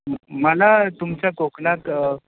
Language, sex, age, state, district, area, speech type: Marathi, male, 18-30, Maharashtra, Sindhudurg, rural, conversation